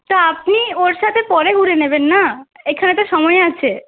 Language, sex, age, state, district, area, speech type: Bengali, female, 30-45, West Bengal, Purulia, urban, conversation